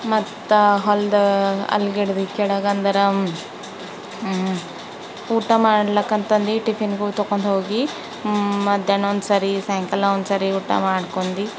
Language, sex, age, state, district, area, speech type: Kannada, female, 30-45, Karnataka, Bidar, urban, spontaneous